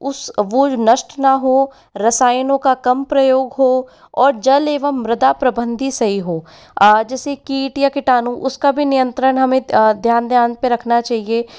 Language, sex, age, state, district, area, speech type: Hindi, male, 18-30, Rajasthan, Jaipur, urban, spontaneous